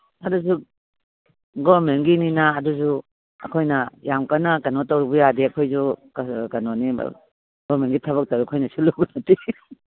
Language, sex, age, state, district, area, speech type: Manipuri, female, 60+, Manipur, Imphal East, rural, conversation